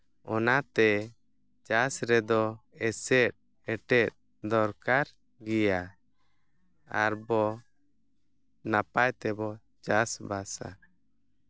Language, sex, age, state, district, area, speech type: Santali, male, 30-45, Jharkhand, East Singhbhum, rural, spontaneous